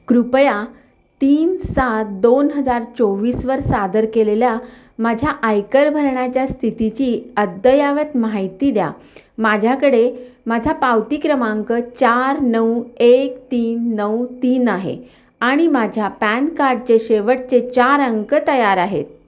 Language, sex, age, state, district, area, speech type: Marathi, female, 45-60, Maharashtra, Kolhapur, urban, read